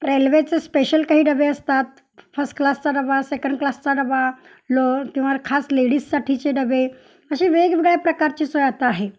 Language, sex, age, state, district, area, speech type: Marathi, female, 45-60, Maharashtra, Kolhapur, urban, spontaneous